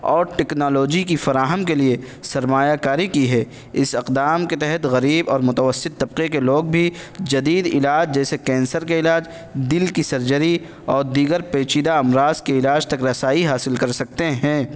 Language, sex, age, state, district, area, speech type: Urdu, male, 18-30, Uttar Pradesh, Saharanpur, urban, spontaneous